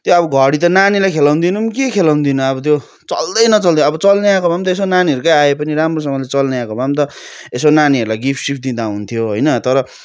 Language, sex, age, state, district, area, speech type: Nepali, male, 30-45, West Bengal, Darjeeling, rural, spontaneous